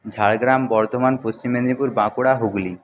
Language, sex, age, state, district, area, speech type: Bengali, male, 30-45, West Bengal, Jhargram, rural, spontaneous